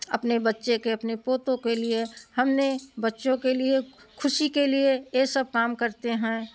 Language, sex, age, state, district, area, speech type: Hindi, female, 60+, Uttar Pradesh, Prayagraj, urban, spontaneous